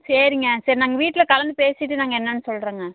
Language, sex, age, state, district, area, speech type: Tamil, female, 30-45, Tamil Nadu, Namakkal, rural, conversation